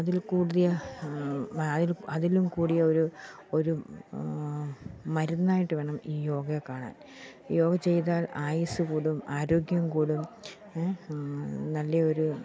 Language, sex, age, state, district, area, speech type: Malayalam, female, 45-60, Kerala, Pathanamthitta, rural, spontaneous